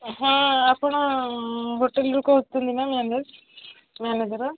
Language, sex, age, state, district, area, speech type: Odia, female, 60+, Odisha, Gajapati, rural, conversation